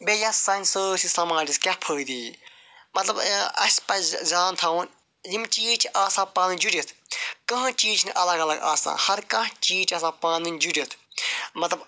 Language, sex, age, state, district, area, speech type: Kashmiri, male, 45-60, Jammu and Kashmir, Ganderbal, urban, spontaneous